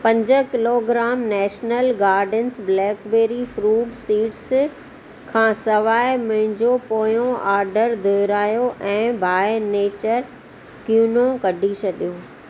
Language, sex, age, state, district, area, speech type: Sindhi, female, 45-60, Maharashtra, Thane, urban, read